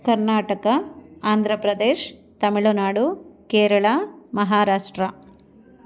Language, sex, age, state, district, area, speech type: Kannada, female, 30-45, Karnataka, Chikkaballapur, rural, spontaneous